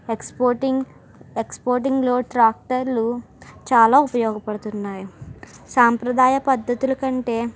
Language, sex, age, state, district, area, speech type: Telugu, female, 45-60, Andhra Pradesh, East Godavari, rural, spontaneous